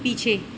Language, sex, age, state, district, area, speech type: Hindi, female, 30-45, Uttar Pradesh, Mau, rural, read